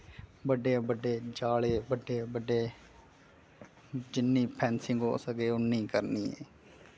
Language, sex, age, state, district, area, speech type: Dogri, male, 30-45, Jammu and Kashmir, Kathua, urban, spontaneous